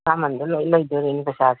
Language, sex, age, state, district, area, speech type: Manipuri, female, 60+, Manipur, Kangpokpi, urban, conversation